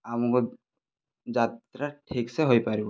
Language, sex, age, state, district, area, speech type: Odia, male, 30-45, Odisha, Kandhamal, rural, spontaneous